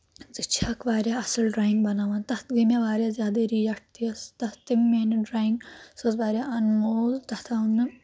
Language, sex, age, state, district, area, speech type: Kashmiri, female, 18-30, Jammu and Kashmir, Anantnag, rural, spontaneous